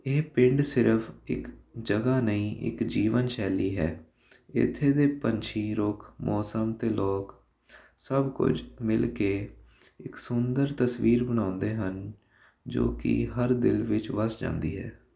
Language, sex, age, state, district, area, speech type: Punjabi, male, 18-30, Punjab, Jalandhar, urban, spontaneous